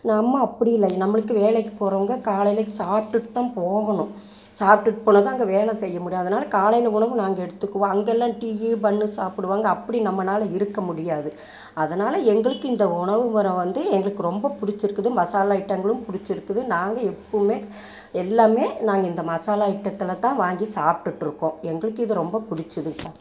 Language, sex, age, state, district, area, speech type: Tamil, female, 60+, Tamil Nadu, Coimbatore, rural, spontaneous